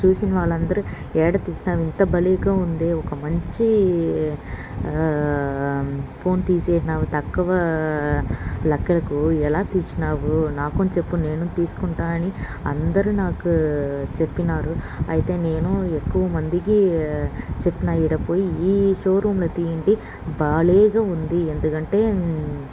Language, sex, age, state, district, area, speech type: Telugu, female, 30-45, Andhra Pradesh, Annamaya, urban, spontaneous